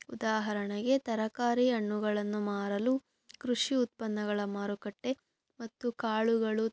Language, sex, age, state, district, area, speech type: Kannada, female, 18-30, Karnataka, Tumkur, urban, spontaneous